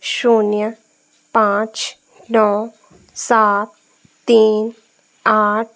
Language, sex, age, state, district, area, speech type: Hindi, female, 18-30, Madhya Pradesh, Narsinghpur, urban, read